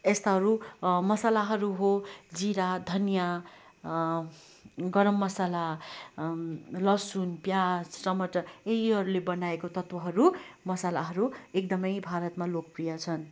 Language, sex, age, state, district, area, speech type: Nepali, female, 45-60, West Bengal, Darjeeling, rural, spontaneous